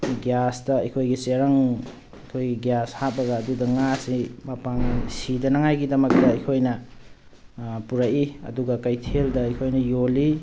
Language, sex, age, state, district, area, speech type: Manipuri, male, 45-60, Manipur, Thoubal, rural, spontaneous